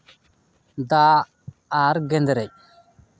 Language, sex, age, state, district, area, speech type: Santali, male, 30-45, West Bengal, Paschim Bardhaman, rural, spontaneous